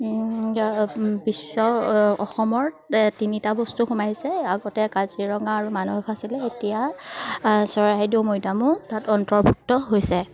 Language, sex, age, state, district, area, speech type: Assamese, female, 30-45, Assam, Charaideo, urban, spontaneous